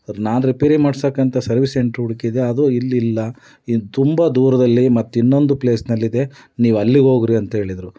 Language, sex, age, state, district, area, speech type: Kannada, male, 30-45, Karnataka, Davanagere, rural, spontaneous